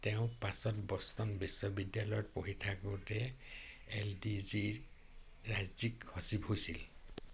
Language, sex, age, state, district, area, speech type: Assamese, male, 60+, Assam, Dhemaji, rural, read